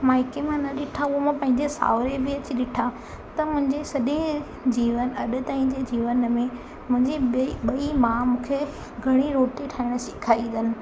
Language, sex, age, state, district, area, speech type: Sindhi, female, 18-30, Gujarat, Surat, urban, spontaneous